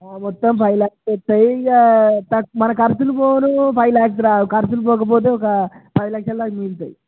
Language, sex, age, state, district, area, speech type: Telugu, male, 18-30, Telangana, Nirmal, rural, conversation